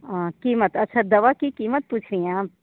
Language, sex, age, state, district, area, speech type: Hindi, female, 30-45, Madhya Pradesh, Katni, urban, conversation